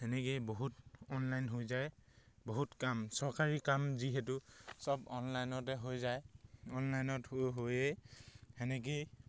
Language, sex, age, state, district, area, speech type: Assamese, male, 18-30, Assam, Sivasagar, rural, spontaneous